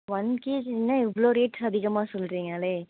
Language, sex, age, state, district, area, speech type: Tamil, female, 18-30, Tamil Nadu, Tiruvallur, rural, conversation